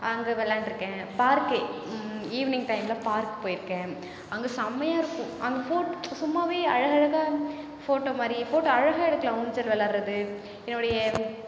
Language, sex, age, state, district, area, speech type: Tamil, female, 30-45, Tamil Nadu, Cuddalore, rural, spontaneous